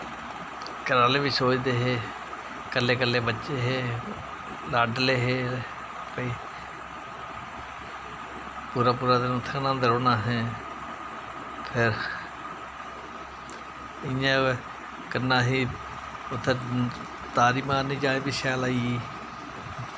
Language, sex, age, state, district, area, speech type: Dogri, male, 45-60, Jammu and Kashmir, Jammu, rural, spontaneous